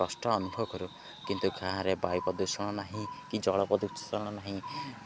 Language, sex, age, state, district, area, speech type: Odia, male, 18-30, Odisha, Jagatsinghpur, rural, spontaneous